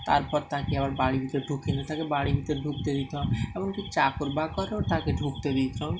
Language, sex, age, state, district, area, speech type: Bengali, male, 18-30, West Bengal, Dakshin Dinajpur, urban, spontaneous